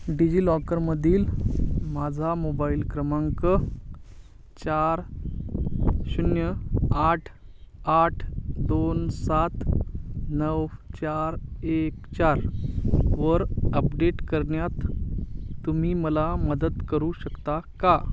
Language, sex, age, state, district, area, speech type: Marathi, male, 18-30, Maharashtra, Hingoli, urban, read